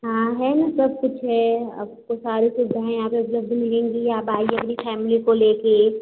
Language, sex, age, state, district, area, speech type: Hindi, female, 18-30, Uttar Pradesh, Azamgarh, urban, conversation